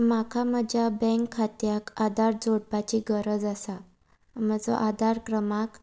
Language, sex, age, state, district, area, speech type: Goan Konkani, female, 18-30, Goa, Salcete, rural, read